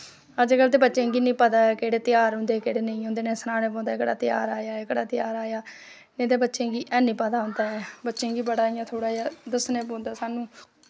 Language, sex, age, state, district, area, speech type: Dogri, female, 30-45, Jammu and Kashmir, Samba, rural, spontaneous